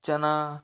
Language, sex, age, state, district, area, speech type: Hindi, male, 45-60, Rajasthan, Karauli, rural, spontaneous